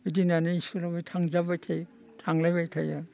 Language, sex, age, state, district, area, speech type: Bodo, male, 60+, Assam, Baksa, urban, spontaneous